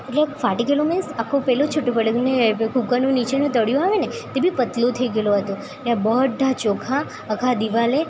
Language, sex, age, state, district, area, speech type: Gujarati, female, 18-30, Gujarat, Valsad, rural, spontaneous